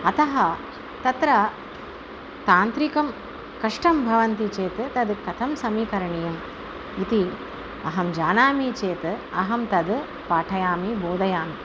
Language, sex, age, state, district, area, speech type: Sanskrit, female, 45-60, Tamil Nadu, Chennai, urban, spontaneous